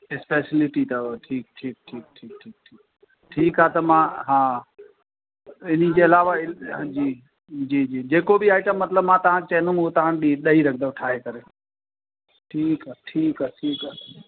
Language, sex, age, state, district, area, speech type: Sindhi, male, 60+, Uttar Pradesh, Lucknow, urban, conversation